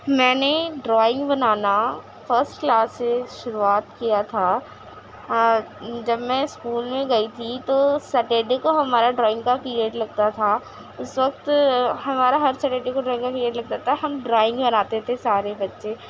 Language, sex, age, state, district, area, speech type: Urdu, female, 18-30, Uttar Pradesh, Gautam Buddha Nagar, rural, spontaneous